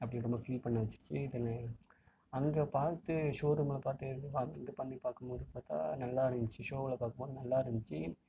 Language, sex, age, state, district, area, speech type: Tamil, male, 30-45, Tamil Nadu, Tiruvarur, urban, spontaneous